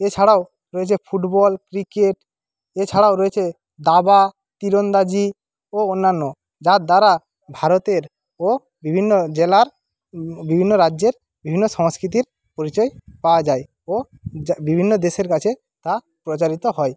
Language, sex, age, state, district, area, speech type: Bengali, male, 45-60, West Bengal, Jhargram, rural, spontaneous